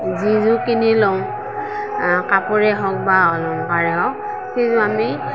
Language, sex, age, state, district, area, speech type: Assamese, female, 45-60, Assam, Morigaon, rural, spontaneous